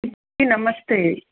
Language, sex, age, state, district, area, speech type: Sindhi, female, 45-60, Maharashtra, Thane, urban, conversation